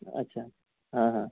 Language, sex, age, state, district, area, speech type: Marathi, female, 18-30, Maharashtra, Nashik, urban, conversation